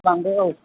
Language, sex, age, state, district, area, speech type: Bodo, male, 30-45, Assam, Kokrajhar, rural, conversation